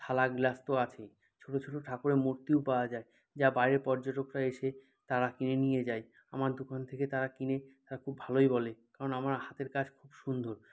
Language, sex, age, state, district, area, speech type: Bengali, male, 45-60, West Bengal, Bankura, urban, spontaneous